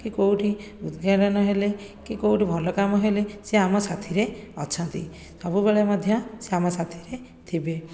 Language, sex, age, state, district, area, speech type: Odia, female, 30-45, Odisha, Khordha, rural, spontaneous